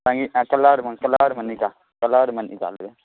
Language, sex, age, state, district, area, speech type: Maithili, male, 18-30, Bihar, Saharsa, rural, conversation